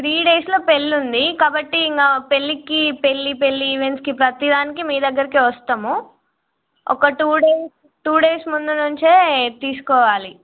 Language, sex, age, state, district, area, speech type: Telugu, female, 18-30, Telangana, Jagtial, urban, conversation